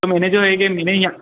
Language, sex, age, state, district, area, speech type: Hindi, male, 18-30, Madhya Pradesh, Ujjain, urban, conversation